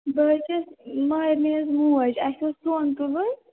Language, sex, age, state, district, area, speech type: Kashmiri, female, 30-45, Jammu and Kashmir, Srinagar, urban, conversation